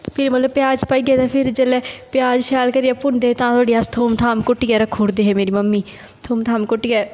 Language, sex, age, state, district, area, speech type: Dogri, female, 18-30, Jammu and Kashmir, Kathua, rural, spontaneous